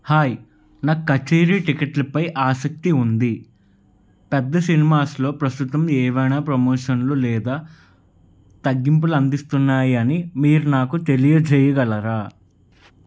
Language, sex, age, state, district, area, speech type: Telugu, male, 30-45, Telangana, Peddapalli, rural, read